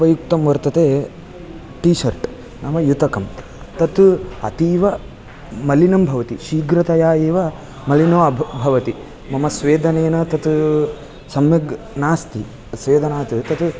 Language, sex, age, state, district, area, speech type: Sanskrit, male, 18-30, Karnataka, Raichur, urban, spontaneous